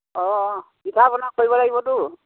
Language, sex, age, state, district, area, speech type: Assamese, female, 60+, Assam, Dhemaji, rural, conversation